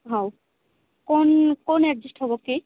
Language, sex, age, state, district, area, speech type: Odia, female, 18-30, Odisha, Malkangiri, urban, conversation